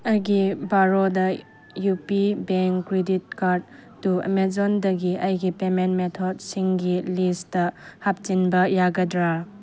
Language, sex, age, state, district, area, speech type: Manipuri, female, 30-45, Manipur, Chandel, rural, read